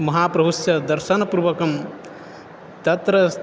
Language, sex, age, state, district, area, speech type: Sanskrit, male, 18-30, Odisha, Balangir, rural, spontaneous